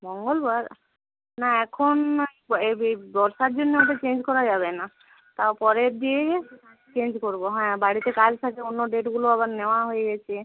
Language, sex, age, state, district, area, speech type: Bengali, female, 45-60, West Bengal, Uttar Dinajpur, rural, conversation